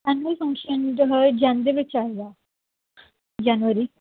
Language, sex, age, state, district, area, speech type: Punjabi, female, 18-30, Punjab, Faridkot, urban, conversation